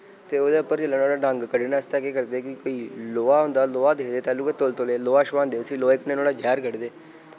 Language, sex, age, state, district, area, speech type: Dogri, male, 18-30, Jammu and Kashmir, Reasi, rural, spontaneous